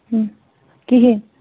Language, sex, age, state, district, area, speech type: Kashmiri, female, 30-45, Jammu and Kashmir, Bandipora, rural, conversation